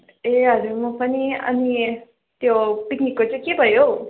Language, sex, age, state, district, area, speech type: Nepali, female, 18-30, West Bengal, Darjeeling, rural, conversation